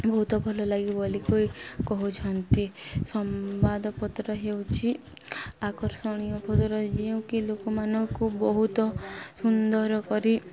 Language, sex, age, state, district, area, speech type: Odia, female, 18-30, Odisha, Nuapada, urban, spontaneous